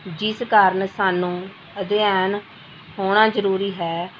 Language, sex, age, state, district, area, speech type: Punjabi, female, 45-60, Punjab, Rupnagar, rural, spontaneous